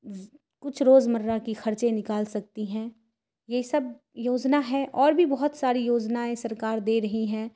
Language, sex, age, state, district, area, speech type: Urdu, female, 30-45, Bihar, Khagaria, rural, spontaneous